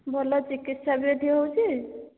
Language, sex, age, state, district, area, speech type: Odia, female, 45-60, Odisha, Boudh, rural, conversation